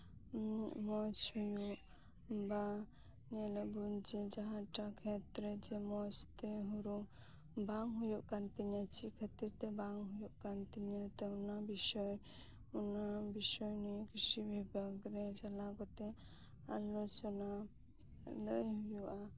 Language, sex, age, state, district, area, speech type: Santali, female, 18-30, West Bengal, Birbhum, rural, spontaneous